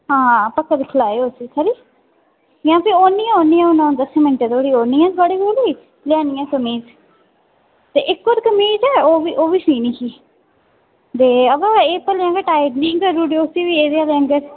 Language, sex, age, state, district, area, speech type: Dogri, female, 18-30, Jammu and Kashmir, Udhampur, rural, conversation